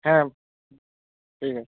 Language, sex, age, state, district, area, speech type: Bengali, male, 18-30, West Bengal, North 24 Parganas, urban, conversation